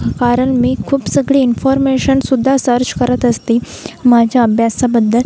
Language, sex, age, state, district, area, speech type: Marathi, female, 18-30, Maharashtra, Wardha, rural, spontaneous